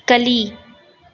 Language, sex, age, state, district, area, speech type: Kannada, female, 18-30, Karnataka, Tumkur, rural, read